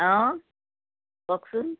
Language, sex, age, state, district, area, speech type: Assamese, female, 60+, Assam, Charaideo, urban, conversation